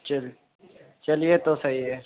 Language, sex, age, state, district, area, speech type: Urdu, male, 60+, Uttar Pradesh, Shahjahanpur, rural, conversation